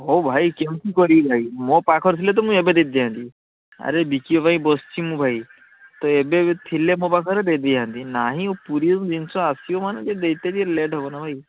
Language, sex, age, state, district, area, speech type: Odia, male, 30-45, Odisha, Balasore, rural, conversation